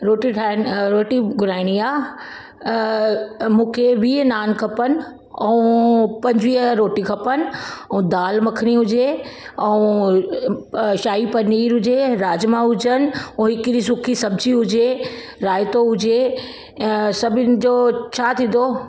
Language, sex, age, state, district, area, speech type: Sindhi, female, 45-60, Delhi, South Delhi, urban, spontaneous